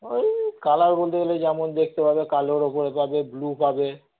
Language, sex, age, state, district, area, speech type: Bengali, male, 30-45, West Bengal, Darjeeling, rural, conversation